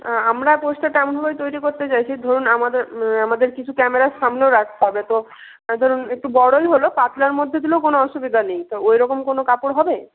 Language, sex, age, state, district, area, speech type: Bengali, female, 18-30, West Bengal, North 24 Parganas, rural, conversation